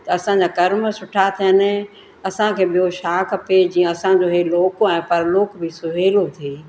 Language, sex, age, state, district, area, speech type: Sindhi, female, 45-60, Madhya Pradesh, Katni, urban, spontaneous